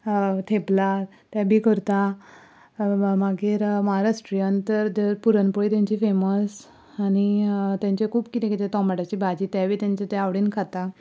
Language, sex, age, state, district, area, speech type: Goan Konkani, female, 18-30, Goa, Ponda, rural, spontaneous